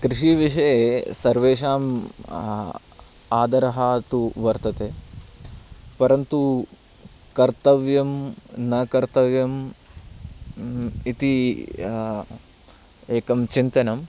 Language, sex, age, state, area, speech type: Sanskrit, male, 18-30, Haryana, rural, spontaneous